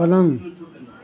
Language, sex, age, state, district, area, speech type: Maithili, male, 45-60, Bihar, Madhepura, rural, read